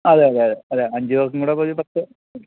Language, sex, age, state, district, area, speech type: Malayalam, male, 30-45, Kerala, Thiruvananthapuram, urban, conversation